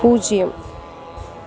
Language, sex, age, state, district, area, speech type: Tamil, female, 18-30, Tamil Nadu, Thanjavur, rural, read